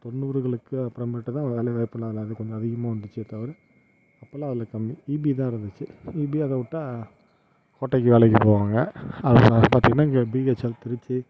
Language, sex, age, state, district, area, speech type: Tamil, male, 45-60, Tamil Nadu, Tiruvarur, rural, spontaneous